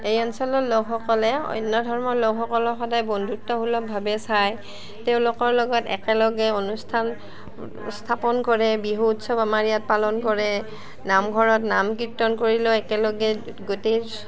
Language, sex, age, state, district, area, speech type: Assamese, female, 45-60, Assam, Barpeta, urban, spontaneous